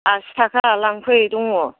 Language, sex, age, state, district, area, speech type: Bodo, female, 30-45, Assam, Kokrajhar, rural, conversation